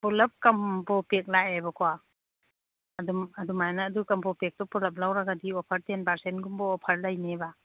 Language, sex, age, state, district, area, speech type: Manipuri, female, 45-60, Manipur, Imphal East, rural, conversation